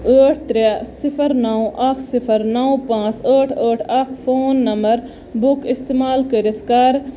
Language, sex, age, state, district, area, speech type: Kashmiri, female, 18-30, Jammu and Kashmir, Budgam, rural, read